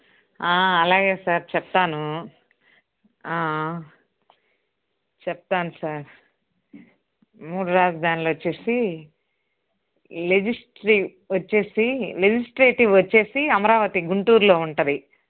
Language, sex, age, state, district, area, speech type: Telugu, female, 45-60, Andhra Pradesh, Nellore, rural, conversation